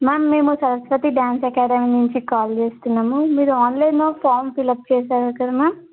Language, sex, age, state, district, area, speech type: Telugu, female, 18-30, Telangana, Yadadri Bhuvanagiri, urban, conversation